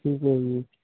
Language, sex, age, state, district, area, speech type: Punjabi, male, 18-30, Punjab, Hoshiarpur, rural, conversation